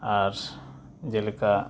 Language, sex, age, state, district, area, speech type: Santali, male, 30-45, West Bengal, Uttar Dinajpur, rural, spontaneous